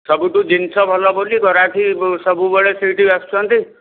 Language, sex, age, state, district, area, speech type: Odia, male, 60+, Odisha, Angul, rural, conversation